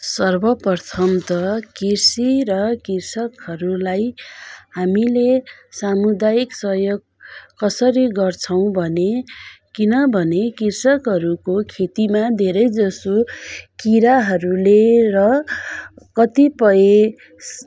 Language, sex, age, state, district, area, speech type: Nepali, female, 45-60, West Bengal, Darjeeling, rural, spontaneous